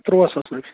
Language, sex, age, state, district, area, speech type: Kashmiri, male, 30-45, Jammu and Kashmir, Bandipora, rural, conversation